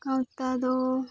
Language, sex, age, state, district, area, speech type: Santali, female, 18-30, Jharkhand, Seraikela Kharsawan, rural, spontaneous